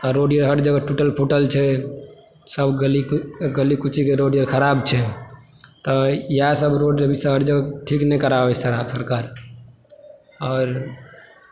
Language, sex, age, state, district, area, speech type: Maithili, male, 18-30, Bihar, Supaul, urban, spontaneous